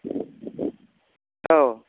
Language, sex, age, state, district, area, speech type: Bodo, female, 45-60, Assam, Udalguri, urban, conversation